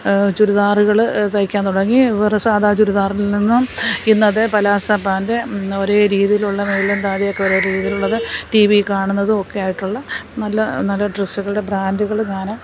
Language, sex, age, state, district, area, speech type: Malayalam, female, 60+, Kerala, Alappuzha, rural, spontaneous